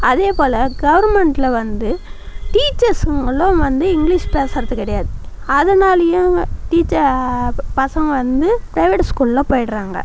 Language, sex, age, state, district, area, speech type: Tamil, female, 45-60, Tamil Nadu, Viluppuram, rural, spontaneous